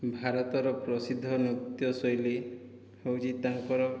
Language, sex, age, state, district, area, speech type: Odia, male, 30-45, Odisha, Boudh, rural, spontaneous